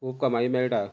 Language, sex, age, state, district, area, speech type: Goan Konkani, male, 45-60, Goa, Quepem, rural, spontaneous